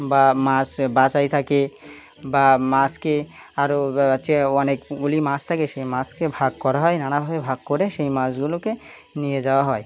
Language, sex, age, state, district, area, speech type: Bengali, male, 18-30, West Bengal, Birbhum, urban, spontaneous